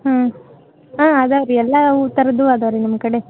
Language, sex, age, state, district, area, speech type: Kannada, female, 18-30, Karnataka, Koppal, urban, conversation